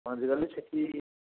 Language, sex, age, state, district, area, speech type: Odia, male, 60+, Odisha, Gajapati, rural, conversation